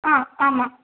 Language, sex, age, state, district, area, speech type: Tamil, female, 18-30, Tamil Nadu, Tiruvarur, urban, conversation